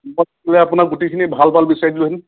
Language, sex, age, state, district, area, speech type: Assamese, male, 30-45, Assam, Sivasagar, rural, conversation